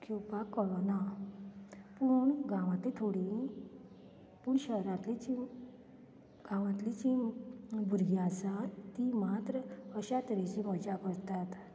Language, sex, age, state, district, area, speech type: Goan Konkani, female, 45-60, Goa, Canacona, rural, spontaneous